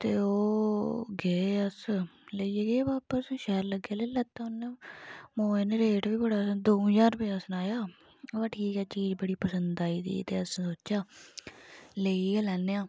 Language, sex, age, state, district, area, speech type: Dogri, female, 45-60, Jammu and Kashmir, Reasi, rural, spontaneous